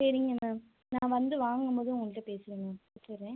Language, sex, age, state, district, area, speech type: Tamil, female, 18-30, Tamil Nadu, Tiruchirappalli, rural, conversation